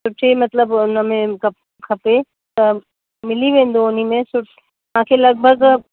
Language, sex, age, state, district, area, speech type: Sindhi, female, 30-45, Uttar Pradesh, Lucknow, urban, conversation